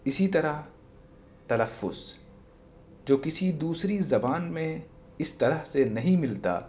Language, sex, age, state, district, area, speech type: Urdu, male, 18-30, Delhi, South Delhi, urban, spontaneous